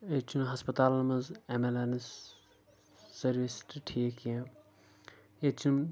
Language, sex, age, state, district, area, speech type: Kashmiri, male, 18-30, Jammu and Kashmir, Kulgam, urban, spontaneous